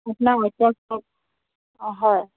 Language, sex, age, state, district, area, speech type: Assamese, female, 45-60, Assam, Dibrugarh, rural, conversation